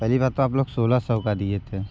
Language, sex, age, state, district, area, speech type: Hindi, male, 18-30, Uttar Pradesh, Mirzapur, rural, spontaneous